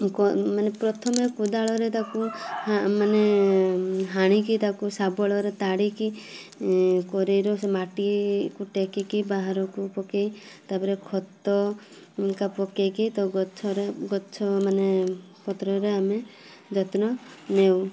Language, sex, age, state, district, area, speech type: Odia, female, 18-30, Odisha, Mayurbhanj, rural, spontaneous